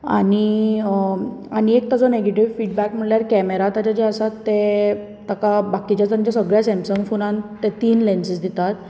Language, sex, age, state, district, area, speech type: Goan Konkani, female, 18-30, Goa, Bardez, urban, spontaneous